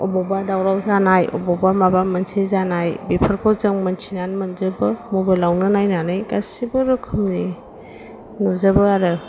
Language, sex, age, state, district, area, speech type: Bodo, female, 30-45, Assam, Chirang, urban, spontaneous